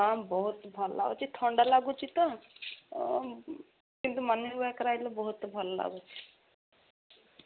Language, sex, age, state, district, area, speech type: Odia, female, 45-60, Odisha, Gajapati, rural, conversation